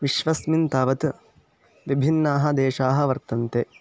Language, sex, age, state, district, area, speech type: Sanskrit, male, 18-30, Karnataka, Chikkamagaluru, rural, spontaneous